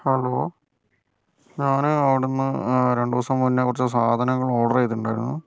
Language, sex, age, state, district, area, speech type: Malayalam, male, 60+, Kerala, Wayanad, rural, spontaneous